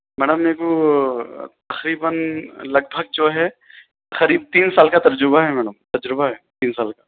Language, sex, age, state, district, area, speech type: Urdu, male, 30-45, Telangana, Hyderabad, urban, conversation